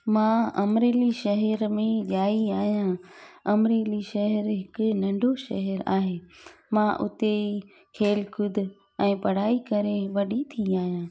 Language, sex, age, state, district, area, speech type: Sindhi, female, 30-45, Gujarat, Junagadh, rural, spontaneous